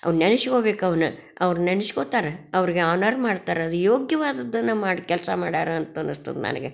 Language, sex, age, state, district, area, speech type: Kannada, female, 60+, Karnataka, Gadag, rural, spontaneous